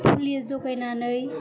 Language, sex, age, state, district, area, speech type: Bodo, female, 18-30, Assam, Chirang, rural, spontaneous